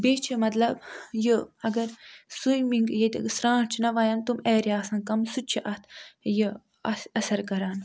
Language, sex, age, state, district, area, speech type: Kashmiri, female, 60+, Jammu and Kashmir, Ganderbal, urban, spontaneous